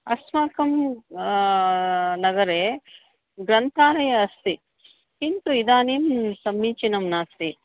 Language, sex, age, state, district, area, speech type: Sanskrit, female, 45-60, Karnataka, Bangalore Urban, urban, conversation